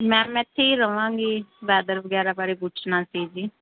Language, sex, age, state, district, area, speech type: Punjabi, female, 30-45, Punjab, Mansa, urban, conversation